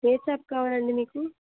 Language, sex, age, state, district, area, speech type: Telugu, female, 60+, Andhra Pradesh, Krishna, urban, conversation